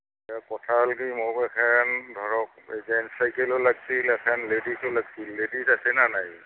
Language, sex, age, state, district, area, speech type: Assamese, male, 45-60, Assam, Barpeta, rural, conversation